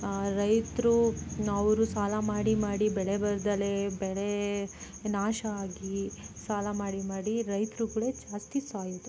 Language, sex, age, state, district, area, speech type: Kannada, female, 18-30, Karnataka, Tumkur, rural, spontaneous